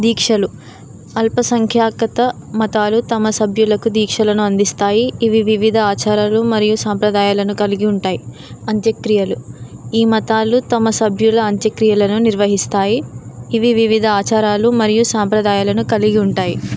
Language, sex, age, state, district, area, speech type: Telugu, female, 18-30, Telangana, Jayashankar, urban, spontaneous